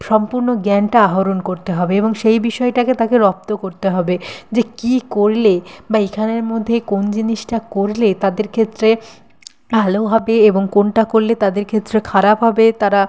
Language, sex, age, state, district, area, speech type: Bengali, female, 30-45, West Bengal, Nadia, rural, spontaneous